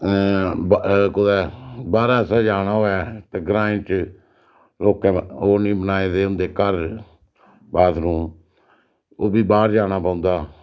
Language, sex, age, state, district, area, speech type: Dogri, male, 60+, Jammu and Kashmir, Reasi, rural, spontaneous